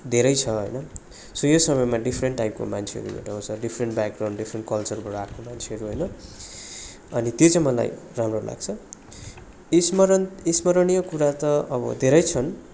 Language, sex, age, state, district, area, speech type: Nepali, male, 30-45, West Bengal, Darjeeling, rural, spontaneous